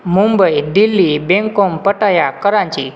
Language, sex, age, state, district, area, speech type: Gujarati, male, 18-30, Gujarat, Morbi, rural, spontaneous